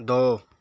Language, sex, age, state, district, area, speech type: Punjabi, male, 18-30, Punjab, Mohali, rural, read